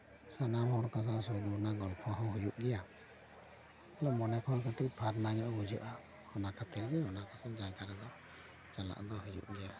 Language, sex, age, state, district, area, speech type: Santali, male, 45-60, West Bengal, Bankura, rural, spontaneous